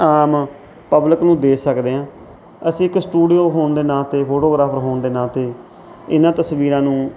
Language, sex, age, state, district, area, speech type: Punjabi, male, 45-60, Punjab, Mansa, rural, spontaneous